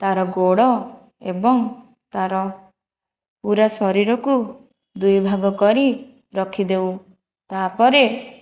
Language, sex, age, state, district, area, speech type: Odia, female, 30-45, Odisha, Jajpur, rural, spontaneous